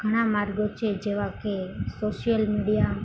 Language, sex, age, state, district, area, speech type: Gujarati, female, 18-30, Gujarat, Ahmedabad, urban, spontaneous